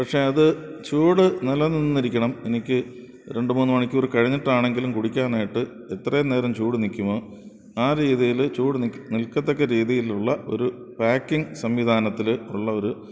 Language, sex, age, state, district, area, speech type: Malayalam, male, 60+, Kerala, Thiruvananthapuram, urban, spontaneous